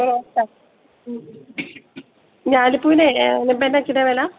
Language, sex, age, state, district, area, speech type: Malayalam, female, 30-45, Kerala, Idukki, rural, conversation